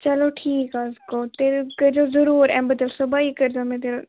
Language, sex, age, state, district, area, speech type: Kashmiri, female, 18-30, Jammu and Kashmir, Kupwara, urban, conversation